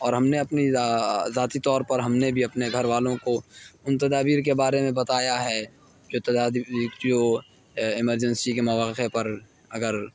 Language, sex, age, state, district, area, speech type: Urdu, male, 30-45, Uttar Pradesh, Lucknow, urban, spontaneous